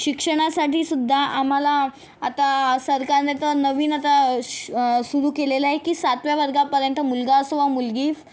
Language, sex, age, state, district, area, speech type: Marathi, female, 18-30, Maharashtra, Yavatmal, rural, spontaneous